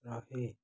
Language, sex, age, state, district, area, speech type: Odia, male, 18-30, Odisha, Ganjam, urban, spontaneous